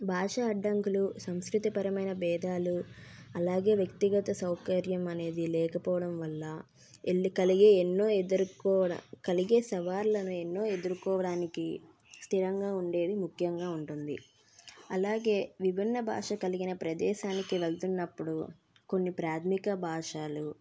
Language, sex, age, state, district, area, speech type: Telugu, female, 18-30, Andhra Pradesh, N T Rama Rao, urban, spontaneous